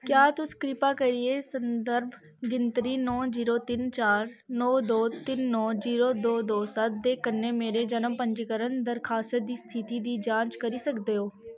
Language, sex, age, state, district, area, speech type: Dogri, female, 18-30, Jammu and Kashmir, Kathua, rural, read